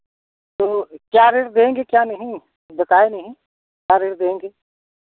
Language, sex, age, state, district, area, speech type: Hindi, male, 30-45, Uttar Pradesh, Prayagraj, urban, conversation